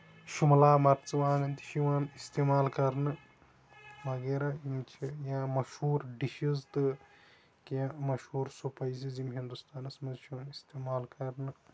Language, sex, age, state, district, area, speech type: Kashmiri, male, 18-30, Jammu and Kashmir, Shopian, rural, spontaneous